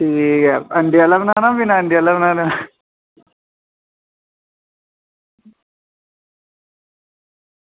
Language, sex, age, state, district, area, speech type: Dogri, male, 18-30, Jammu and Kashmir, Udhampur, rural, conversation